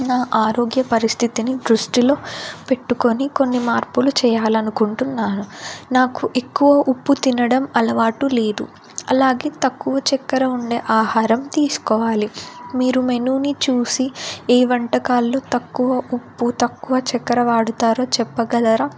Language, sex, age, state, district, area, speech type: Telugu, female, 18-30, Telangana, Ranga Reddy, urban, spontaneous